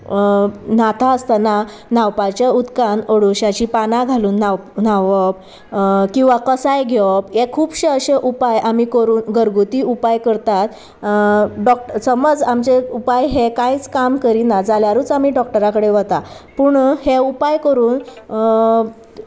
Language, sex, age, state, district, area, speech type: Goan Konkani, female, 30-45, Goa, Sanguem, rural, spontaneous